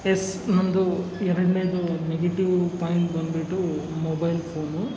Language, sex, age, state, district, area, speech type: Kannada, male, 45-60, Karnataka, Kolar, rural, spontaneous